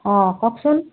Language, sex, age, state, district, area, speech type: Assamese, female, 30-45, Assam, Udalguri, rural, conversation